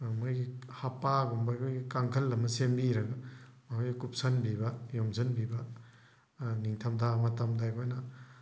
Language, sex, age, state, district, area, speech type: Manipuri, male, 30-45, Manipur, Thoubal, rural, spontaneous